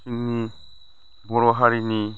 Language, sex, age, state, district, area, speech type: Bodo, male, 45-60, Assam, Chirang, rural, spontaneous